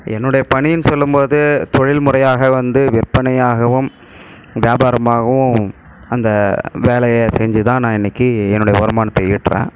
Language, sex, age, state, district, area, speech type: Tamil, male, 45-60, Tamil Nadu, Krishnagiri, rural, spontaneous